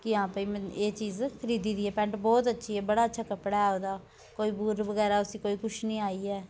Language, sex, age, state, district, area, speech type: Dogri, female, 18-30, Jammu and Kashmir, Udhampur, rural, spontaneous